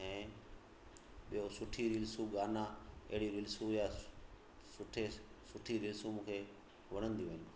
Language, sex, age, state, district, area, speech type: Sindhi, male, 30-45, Gujarat, Kutch, rural, spontaneous